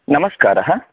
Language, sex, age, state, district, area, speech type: Sanskrit, male, 18-30, Andhra Pradesh, Chittoor, urban, conversation